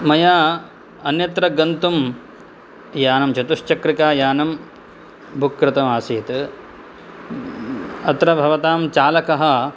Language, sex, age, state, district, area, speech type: Sanskrit, male, 30-45, Karnataka, Shimoga, urban, spontaneous